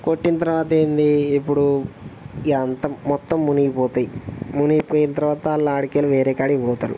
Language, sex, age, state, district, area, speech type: Telugu, male, 18-30, Telangana, Jayashankar, rural, spontaneous